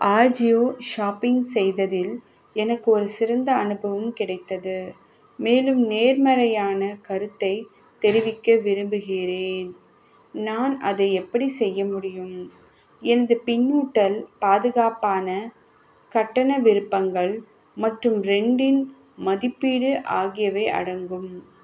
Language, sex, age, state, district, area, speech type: Tamil, female, 45-60, Tamil Nadu, Kanchipuram, urban, read